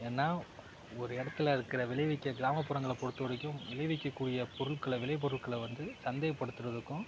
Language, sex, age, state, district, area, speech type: Tamil, male, 45-60, Tamil Nadu, Mayiladuthurai, rural, spontaneous